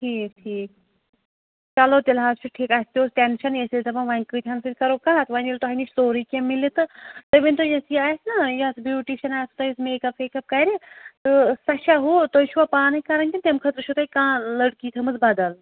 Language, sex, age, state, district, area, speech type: Kashmiri, female, 30-45, Jammu and Kashmir, Shopian, urban, conversation